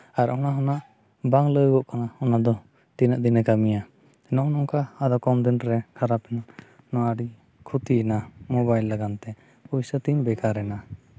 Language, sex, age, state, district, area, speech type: Santali, male, 30-45, Jharkhand, East Singhbhum, rural, spontaneous